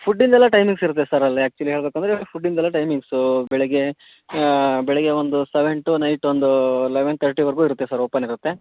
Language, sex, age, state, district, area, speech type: Kannada, male, 30-45, Karnataka, Shimoga, urban, conversation